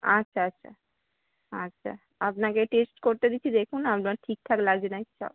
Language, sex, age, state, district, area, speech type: Bengali, female, 18-30, West Bengal, Howrah, urban, conversation